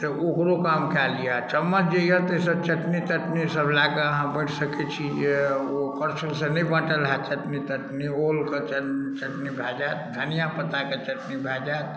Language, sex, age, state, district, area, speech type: Maithili, male, 45-60, Bihar, Darbhanga, rural, spontaneous